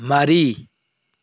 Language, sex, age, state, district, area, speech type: Manipuri, male, 18-30, Manipur, Tengnoupal, rural, read